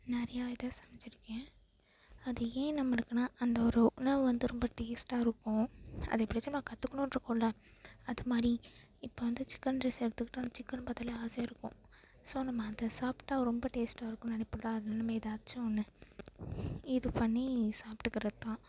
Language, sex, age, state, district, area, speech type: Tamil, female, 18-30, Tamil Nadu, Perambalur, rural, spontaneous